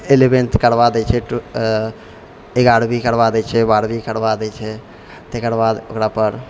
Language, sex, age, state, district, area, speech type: Maithili, male, 60+, Bihar, Purnia, urban, spontaneous